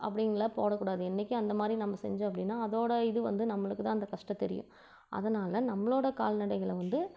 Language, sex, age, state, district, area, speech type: Tamil, female, 45-60, Tamil Nadu, Namakkal, rural, spontaneous